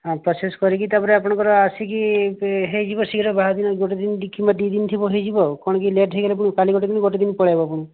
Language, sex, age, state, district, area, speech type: Odia, male, 30-45, Odisha, Kandhamal, rural, conversation